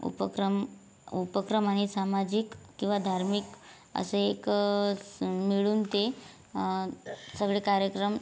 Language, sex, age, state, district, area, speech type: Marathi, female, 18-30, Maharashtra, Yavatmal, rural, spontaneous